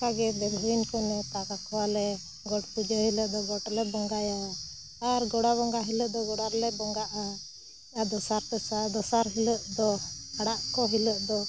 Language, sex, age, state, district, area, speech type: Santali, female, 45-60, Jharkhand, Seraikela Kharsawan, rural, spontaneous